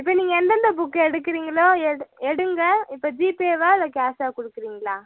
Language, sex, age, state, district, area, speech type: Tamil, female, 18-30, Tamil Nadu, Madurai, rural, conversation